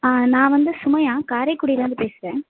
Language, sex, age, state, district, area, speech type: Tamil, female, 18-30, Tamil Nadu, Sivaganga, rural, conversation